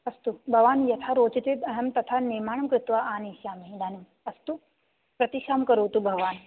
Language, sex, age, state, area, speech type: Sanskrit, female, 18-30, Rajasthan, rural, conversation